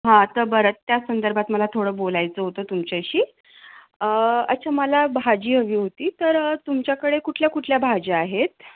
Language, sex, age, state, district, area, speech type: Marathi, female, 45-60, Maharashtra, Yavatmal, urban, conversation